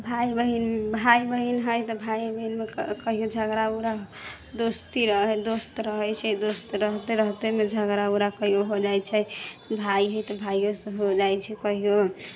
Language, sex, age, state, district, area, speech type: Maithili, female, 18-30, Bihar, Sitamarhi, rural, spontaneous